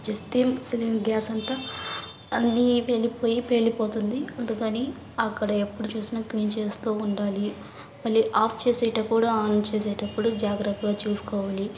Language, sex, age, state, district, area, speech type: Telugu, female, 18-30, Andhra Pradesh, Sri Balaji, rural, spontaneous